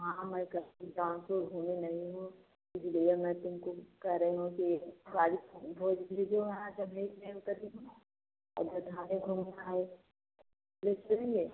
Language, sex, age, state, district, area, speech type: Hindi, female, 45-60, Uttar Pradesh, Jaunpur, rural, conversation